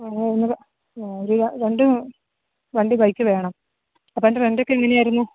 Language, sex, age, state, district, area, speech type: Malayalam, female, 30-45, Kerala, Idukki, rural, conversation